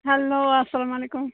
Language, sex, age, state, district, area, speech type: Kashmiri, female, 60+, Jammu and Kashmir, Pulwama, rural, conversation